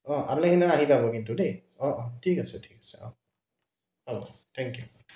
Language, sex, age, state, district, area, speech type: Assamese, male, 30-45, Assam, Dibrugarh, urban, spontaneous